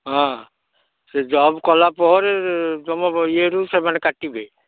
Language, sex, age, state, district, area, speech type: Odia, male, 45-60, Odisha, Nayagarh, rural, conversation